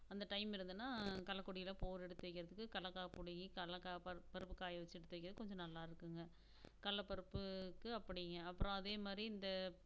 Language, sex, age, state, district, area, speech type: Tamil, female, 45-60, Tamil Nadu, Namakkal, rural, spontaneous